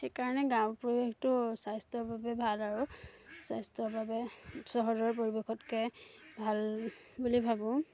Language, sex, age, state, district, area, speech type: Assamese, female, 18-30, Assam, Dhemaji, urban, spontaneous